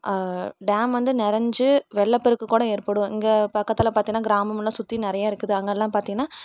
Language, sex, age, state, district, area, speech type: Tamil, female, 18-30, Tamil Nadu, Erode, rural, spontaneous